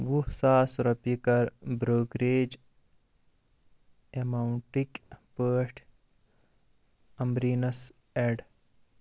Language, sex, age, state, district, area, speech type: Kashmiri, male, 18-30, Jammu and Kashmir, Bandipora, rural, read